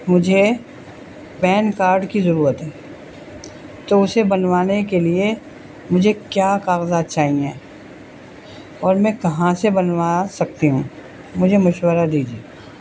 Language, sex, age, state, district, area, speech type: Urdu, female, 60+, Delhi, North East Delhi, urban, spontaneous